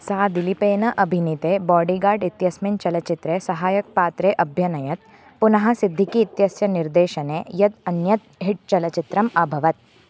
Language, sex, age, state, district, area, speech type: Sanskrit, female, 18-30, Maharashtra, Thane, urban, read